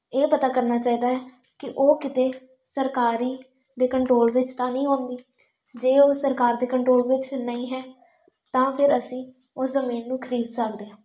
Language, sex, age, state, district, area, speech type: Punjabi, female, 18-30, Punjab, Tarn Taran, rural, spontaneous